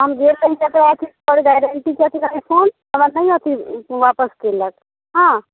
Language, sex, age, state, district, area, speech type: Maithili, female, 18-30, Bihar, Muzaffarpur, rural, conversation